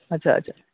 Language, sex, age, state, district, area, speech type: Odia, male, 30-45, Odisha, Bargarh, urban, conversation